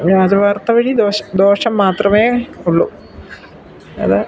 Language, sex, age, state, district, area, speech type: Malayalam, female, 45-60, Kerala, Idukki, rural, spontaneous